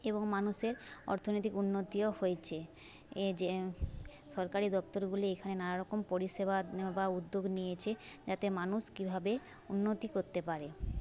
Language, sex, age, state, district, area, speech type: Bengali, female, 30-45, West Bengal, Jhargram, rural, spontaneous